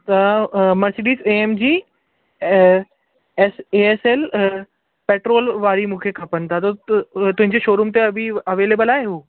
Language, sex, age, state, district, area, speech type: Sindhi, male, 18-30, Delhi, South Delhi, urban, conversation